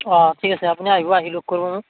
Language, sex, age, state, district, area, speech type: Assamese, male, 18-30, Assam, Darrang, rural, conversation